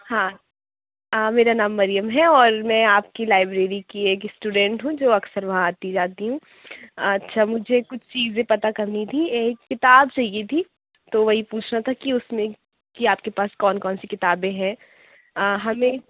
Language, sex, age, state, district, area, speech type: Urdu, female, 18-30, Uttar Pradesh, Lucknow, rural, conversation